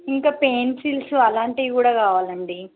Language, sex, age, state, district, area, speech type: Telugu, female, 45-60, Telangana, Nalgonda, urban, conversation